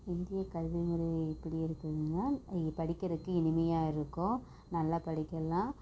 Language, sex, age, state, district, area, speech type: Tamil, female, 18-30, Tamil Nadu, Namakkal, rural, spontaneous